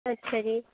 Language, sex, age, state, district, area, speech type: Punjabi, female, 18-30, Punjab, Shaheed Bhagat Singh Nagar, rural, conversation